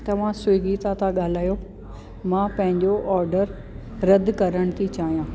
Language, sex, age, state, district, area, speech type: Sindhi, female, 45-60, Delhi, South Delhi, urban, spontaneous